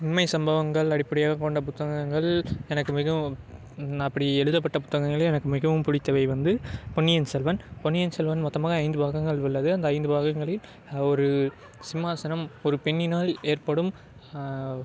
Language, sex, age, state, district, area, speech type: Tamil, male, 18-30, Tamil Nadu, Salem, urban, spontaneous